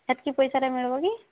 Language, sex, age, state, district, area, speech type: Odia, male, 18-30, Odisha, Sambalpur, rural, conversation